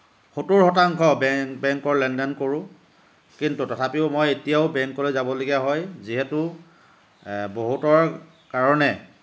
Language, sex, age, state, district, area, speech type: Assamese, male, 45-60, Assam, Lakhimpur, rural, spontaneous